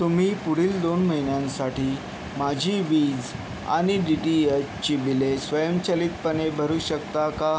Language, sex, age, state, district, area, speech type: Marathi, male, 60+, Maharashtra, Yavatmal, urban, read